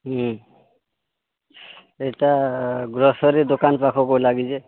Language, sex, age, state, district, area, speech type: Odia, male, 18-30, Odisha, Boudh, rural, conversation